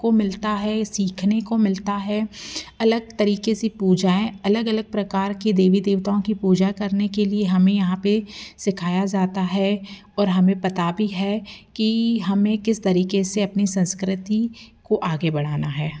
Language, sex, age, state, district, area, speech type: Hindi, female, 30-45, Madhya Pradesh, Jabalpur, urban, spontaneous